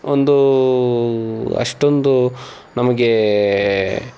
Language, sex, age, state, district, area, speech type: Kannada, male, 18-30, Karnataka, Tumkur, rural, spontaneous